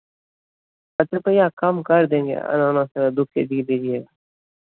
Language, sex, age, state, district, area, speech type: Hindi, male, 18-30, Bihar, Begusarai, rural, conversation